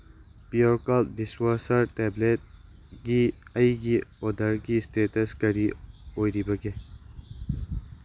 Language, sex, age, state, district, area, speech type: Manipuri, male, 18-30, Manipur, Tengnoupal, urban, read